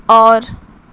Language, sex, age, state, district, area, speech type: Urdu, female, 18-30, Bihar, Gaya, urban, spontaneous